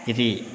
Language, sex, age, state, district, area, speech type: Sanskrit, male, 60+, Tamil Nadu, Tiruchirappalli, urban, spontaneous